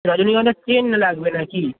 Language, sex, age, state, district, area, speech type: Bengali, male, 18-30, West Bengal, Darjeeling, rural, conversation